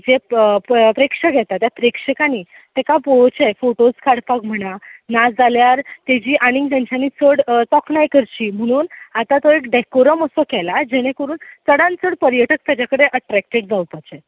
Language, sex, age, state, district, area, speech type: Goan Konkani, female, 18-30, Goa, Ponda, rural, conversation